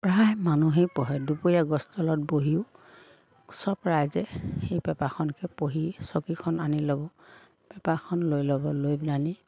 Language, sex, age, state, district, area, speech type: Assamese, female, 45-60, Assam, Lakhimpur, rural, spontaneous